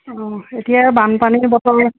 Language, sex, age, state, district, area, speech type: Assamese, female, 45-60, Assam, Golaghat, rural, conversation